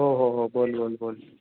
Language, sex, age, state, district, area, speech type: Marathi, male, 30-45, Maharashtra, Nashik, urban, conversation